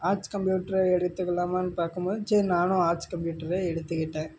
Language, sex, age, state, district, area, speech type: Tamil, male, 18-30, Tamil Nadu, Namakkal, rural, spontaneous